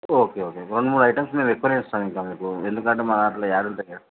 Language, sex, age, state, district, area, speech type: Telugu, male, 45-60, Telangana, Mancherial, rural, conversation